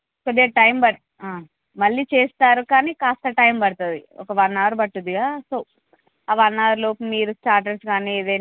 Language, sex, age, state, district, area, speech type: Telugu, female, 18-30, Andhra Pradesh, Visakhapatnam, urban, conversation